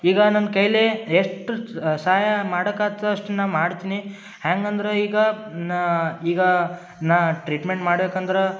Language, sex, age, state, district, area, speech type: Kannada, male, 18-30, Karnataka, Gulbarga, urban, spontaneous